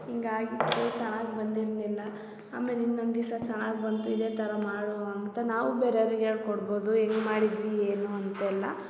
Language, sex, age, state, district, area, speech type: Kannada, female, 30-45, Karnataka, Hassan, urban, spontaneous